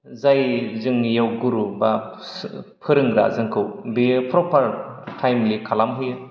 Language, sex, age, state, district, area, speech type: Bodo, male, 45-60, Assam, Kokrajhar, rural, spontaneous